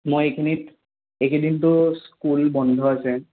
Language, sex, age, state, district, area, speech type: Assamese, male, 18-30, Assam, Udalguri, rural, conversation